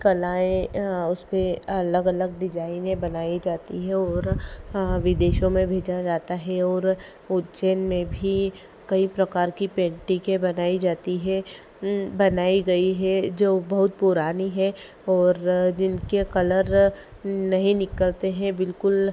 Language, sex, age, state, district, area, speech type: Hindi, female, 30-45, Madhya Pradesh, Ujjain, urban, spontaneous